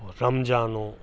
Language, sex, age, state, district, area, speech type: Kannada, male, 45-60, Karnataka, Chikkamagaluru, rural, spontaneous